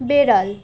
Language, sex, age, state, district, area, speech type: Bengali, female, 18-30, West Bengal, Malda, rural, read